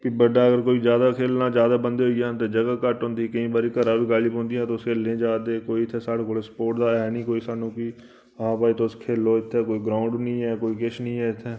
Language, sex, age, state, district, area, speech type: Dogri, male, 30-45, Jammu and Kashmir, Reasi, rural, spontaneous